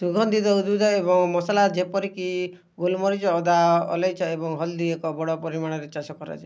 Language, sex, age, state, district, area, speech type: Odia, male, 30-45, Odisha, Kalahandi, rural, read